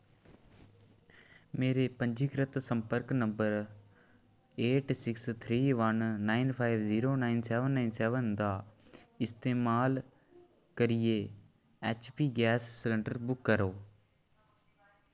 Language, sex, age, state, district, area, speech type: Dogri, male, 30-45, Jammu and Kashmir, Udhampur, rural, read